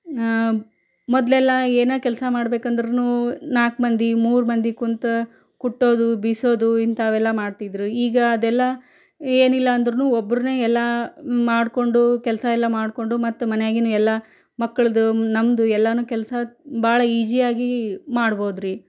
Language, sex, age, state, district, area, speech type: Kannada, female, 30-45, Karnataka, Gadag, rural, spontaneous